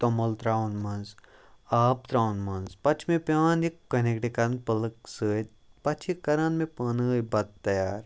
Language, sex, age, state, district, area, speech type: Kashmiri, male, 30-45, Jammu and Kashmir, Kupwara, rural, spontaneous